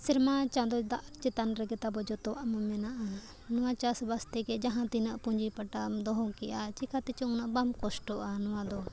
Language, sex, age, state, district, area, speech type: Santali, female, 18-30, Jharkhand, Bokaro, rural, spontaneous